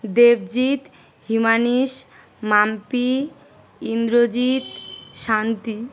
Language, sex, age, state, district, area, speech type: Bengali, female, 18-30, West Bengal, Kolkata, urban, spontaneous